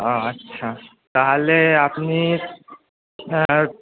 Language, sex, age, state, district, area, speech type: Bengali, male, 18-30, West Bengal, Purba Bardhaman, urban, conversation